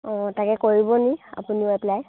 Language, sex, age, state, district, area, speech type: Assamese, female, 18-30, Assam, Dibrugarh, rural, conversation